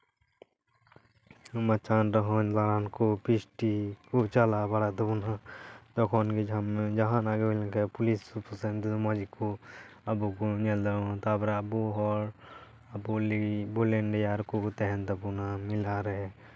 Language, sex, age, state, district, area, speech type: Santali, male, 18-30, West Bengal, Purba Bardhaman, rural, spontaneous